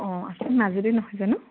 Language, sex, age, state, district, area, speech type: Assamese, female, 30-45, Assam, Majuli, urban, conversation